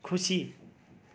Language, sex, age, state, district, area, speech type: Nepali, male, 30-45, West Bengal, Darjeeling, rural, read